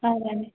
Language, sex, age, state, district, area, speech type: Hindi, female, 18-30, Madhya Pradesh, Gwalior, urban, conversation